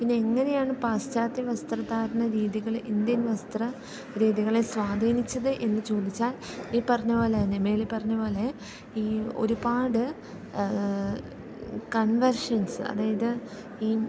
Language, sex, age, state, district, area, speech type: Malayalam, female, 18-30, Kerala, Idukki, rural, spontaneous